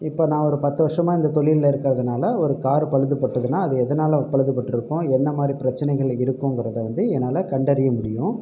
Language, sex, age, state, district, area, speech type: Tamil, male, 30-45, Tamil Nadu, Pudukkottai, rural, spontaneous